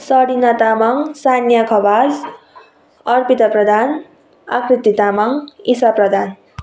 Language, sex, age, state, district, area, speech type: Nepali, female, 30-45, West Bengal, Darjeeling, rural, spontaneous